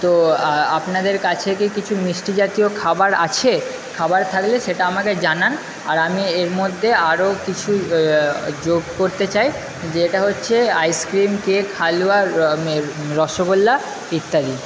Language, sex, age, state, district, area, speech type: Bengali, male, 30-45, West Bengal, Purba Bardhaman, urban, spontaneous